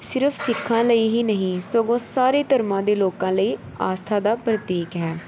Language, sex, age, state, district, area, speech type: Punjabi, female, 18-30, Punjab, Pathankot, urban, spontaneous